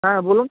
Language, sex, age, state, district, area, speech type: Bengali, male, 60+, West Bengal, Purba Medinipur, rural, conversation